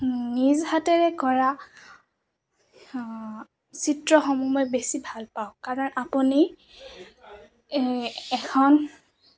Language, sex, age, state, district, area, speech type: Assamese, female, 18-30, Assam, Goalpara, rural, spontaneous